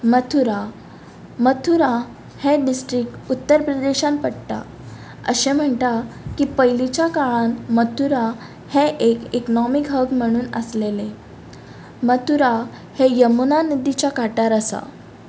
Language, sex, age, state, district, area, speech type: Goan Konkani, female, 18-30, Goa, Ponda, rural, spontaneous